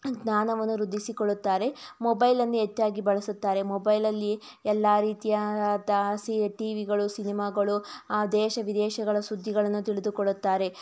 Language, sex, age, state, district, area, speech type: Kannada, female, 45-60, Karnataka, Tumkur, rural, spontaneous